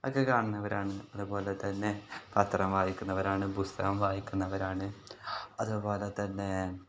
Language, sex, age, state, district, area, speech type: Malayalam, male, 18-30, Kerala, Kozhikode, rural, spontaneous